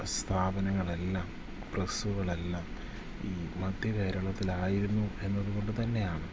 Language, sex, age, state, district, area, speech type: Malayalam, male, 30-45, Kerala, Idukki, rural, spontaneous